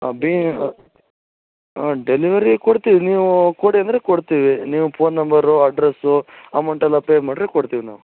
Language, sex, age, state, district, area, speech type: Kannada, male, 18-30, Karnataka, Shimoga, rural, conversation